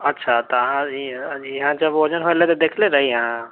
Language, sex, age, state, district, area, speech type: Maithili, male, 18-30, Bihar, Sitamarhi, rural, conversation